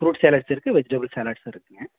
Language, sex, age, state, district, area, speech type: Tamil, male, 30-45, Tamil Nadu, Virudhunagar, rural, conversation